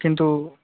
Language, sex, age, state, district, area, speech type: Bengali, male, 18-30, West Bengal, Nadia, rural, conversation